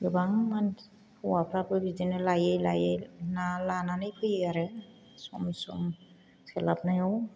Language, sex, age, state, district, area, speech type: Bodo, female, 60+, Assam, Chirang, rural, spontaneous